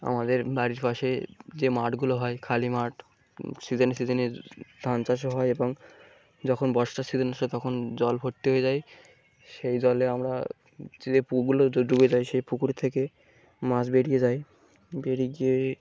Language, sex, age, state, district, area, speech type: Bengali, male, 18-30, West Bengal, Birbhum, urban, spontaneous